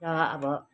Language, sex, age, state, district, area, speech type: Nepali, female, 45-60, West Bengal, Kalimpong, rural, spontaneous